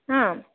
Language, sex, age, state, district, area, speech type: Sanskrit, female, 18-30, Kerala, Thrissur, rural, conversation